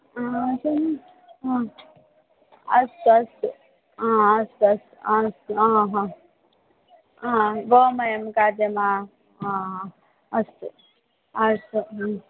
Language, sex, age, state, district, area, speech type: Sanskrit, female, 45-60, Karnataka, Dakshina Kannada, rural, conversation